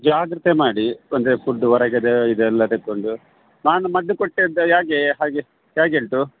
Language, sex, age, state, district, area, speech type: Kannada, male, 45-60, Karnataka, Udupi, rural, conversation